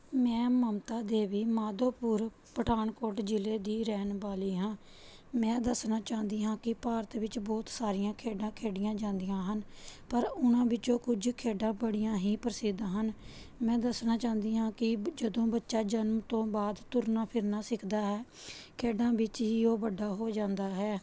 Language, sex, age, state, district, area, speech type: Punjabi, female, 30-45, Punjab, Pathankot, rural, spontaneous